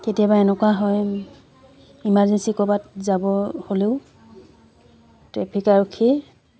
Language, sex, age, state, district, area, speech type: Assamese, female, 30-45, Assam, Dibrugarh, rural, spontaneous